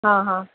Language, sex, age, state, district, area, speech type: Urdu, female, 18-30, Telangana, Hyderabad, urban, conversation